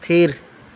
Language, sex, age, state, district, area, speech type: Santali, male, 30-45, Jharkhand, Seraikela Kharsawan, rural, read